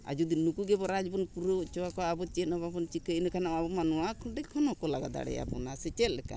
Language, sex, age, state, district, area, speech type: Santali, female, 60+, Jharkhand, Bokaro, rural, spontaneous